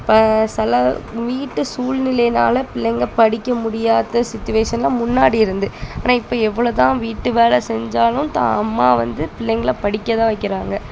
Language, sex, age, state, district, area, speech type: Tamil, female, 18-30, Tamil Nadu, Kanyakumari, rural, spontaneous